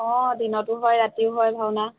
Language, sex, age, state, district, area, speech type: Assamese, female, 18-30, Assam, Dhemaji, urban, conversation